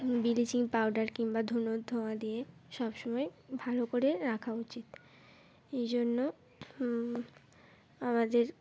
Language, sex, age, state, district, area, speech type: Bengali, female, 18-30, West Bengal, Uttar Dinajpur, urban, spontaneous